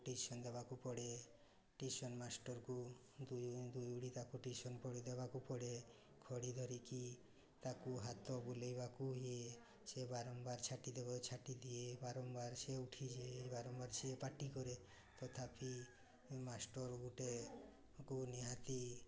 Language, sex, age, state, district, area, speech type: Odia, male, 45-60, Odisha, Mayurbhanj, rural, spontaneous